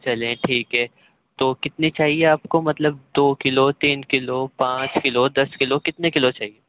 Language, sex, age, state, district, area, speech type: Urdu, male, 18-30, Uttar Pradesh, Ghaziabad, rural, conversation